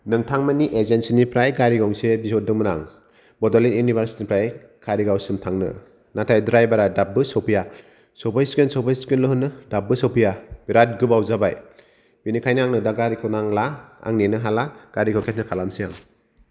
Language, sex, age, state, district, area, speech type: Bodo, male, 30-45, Assam, Kokrajhar, rural, spontaneous